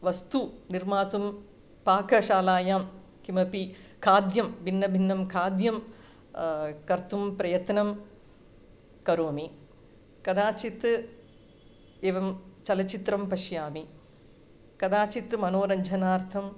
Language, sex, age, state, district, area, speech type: Sanskrit, female, 45-60, Tamil Nadu, Chennai, urban, spontaneous